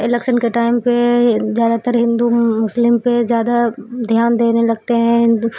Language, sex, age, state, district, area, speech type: Urdu, female, 45-60, Bihar, Supaul, urban, spontaneous